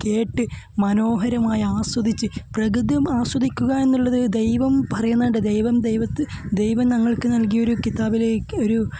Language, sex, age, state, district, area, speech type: Malayalam, male, 18-30, Kerala, Kasaragod, rural, spontaneous